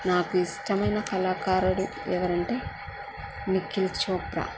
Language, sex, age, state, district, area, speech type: Telugu, female, 30-45, Andhra Pradesh, Kurnool, rural, spontaneous